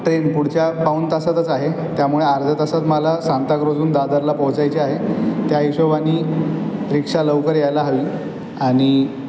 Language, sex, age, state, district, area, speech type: Marathi, male, 18-30, Maharashtra, Aurangabad, urban, spontaneous